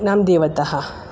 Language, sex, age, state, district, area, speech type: Sanskrit, female, 45-60, Maharashtra, Nagpur, urban, spontaneous